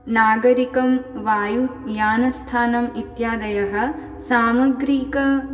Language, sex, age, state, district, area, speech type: Sanskrit, female, 18-30, West Bengal, Dakshin Dinajpur, urban, spontaneous